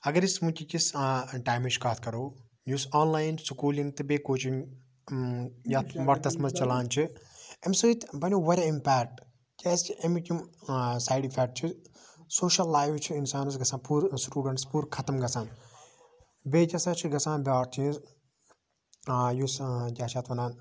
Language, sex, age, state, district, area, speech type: Kashmiri, male, 30-45, Jammu and Kashmir, Budgam, rural, spontaneous